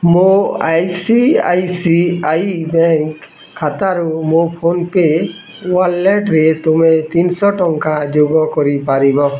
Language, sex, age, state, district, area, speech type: Odia, male, 30-45, Odisha, Bargarh, urban, read